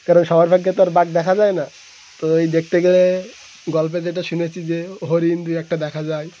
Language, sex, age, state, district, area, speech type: Bengali, male, 18-30, West Bengal, Birbhum, urban, spontaneous